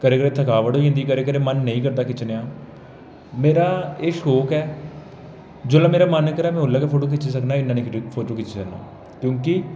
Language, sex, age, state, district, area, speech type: Dogri, male, 18-30, Jammu and Kashmir, Jammu, rural, spontaneous